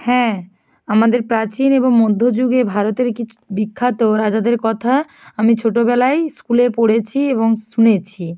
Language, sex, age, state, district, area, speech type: Bengali, female, 18-30, West Bengal, North 24 Parganas, rural, spontaneous